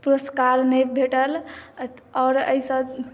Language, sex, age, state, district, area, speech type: Maithili, female, 18-30, Bihar, Madhubani, rural, spontaneous